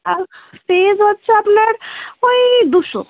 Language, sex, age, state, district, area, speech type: Bengali, female, 18-30, West Bengal, Cooch Behar, urban, conversation